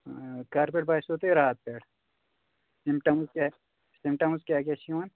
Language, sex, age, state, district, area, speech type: Kashmiri, male, 18-30, Jammu and Kashmir, Anantnag, rural, conversation